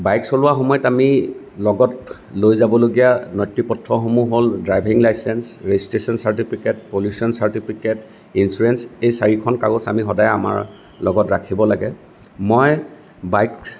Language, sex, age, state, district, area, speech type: Assamese, male, 45-60, Assam, Lakhimpur, rural, spontaneous